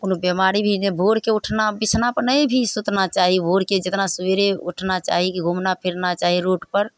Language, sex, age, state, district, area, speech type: Maithili, female, 60+, Bihar, Araria, rural, spontaneous